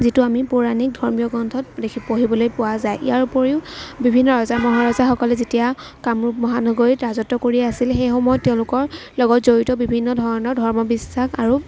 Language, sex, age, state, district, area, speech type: Assamese, female, 18-30, Assam, Kamrup Metropolitan, urban, spontaneous